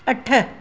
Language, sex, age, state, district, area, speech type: Sindhi, female, 45-60, Maharashtra, Thane, urban, read